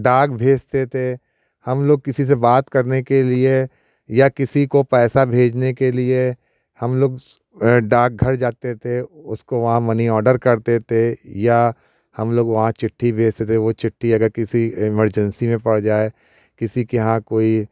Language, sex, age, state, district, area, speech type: Hindi, male, 45-60, Uttar Pradesh, Prayagraj, urban, spontaneous